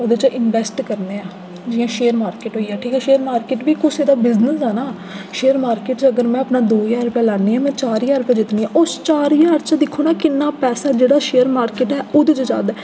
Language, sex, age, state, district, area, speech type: Dogri, female, 18-30, Jammu and Kashmir, Jammu, urban, spontaneous